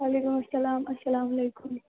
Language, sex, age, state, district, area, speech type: Kashmiri, female, 30-45, Jammu and Kashmir, Srinagar, urban, conversation